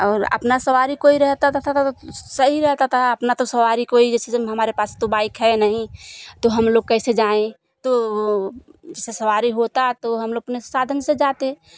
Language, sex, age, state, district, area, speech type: Hindi, female, 45-60, Uttar Pradesh, Jaunpur, rural, spontaneous